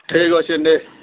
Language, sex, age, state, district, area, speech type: Odia, male, 60+, Odisha, Bargarh, urban, conversation